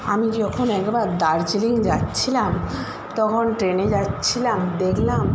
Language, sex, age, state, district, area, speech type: Bengali, female, 45-60, West Bengal, Jhargram, rural, spontaneous